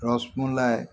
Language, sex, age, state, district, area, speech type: Assamese, male, 45-60, Assam, Golaghat, urban, spontaneous